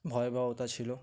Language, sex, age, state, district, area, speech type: Bengali, male, 18-30, West Bengal, Dakshin Dinajpur, urban, spontaneous